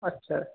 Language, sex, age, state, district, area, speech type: Bengali, male, 18-30, West Bengal, Paschim Bardhaman, urban, conversation